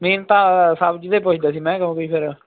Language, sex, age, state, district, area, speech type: Punjabi, male, 18-30, Punjab, Muktsar, rural, conversation